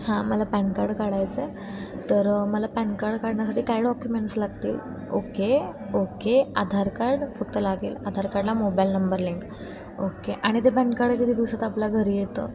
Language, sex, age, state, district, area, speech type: Marathi, female, 18-30, Maharashtra, Satara, rural, spontaneous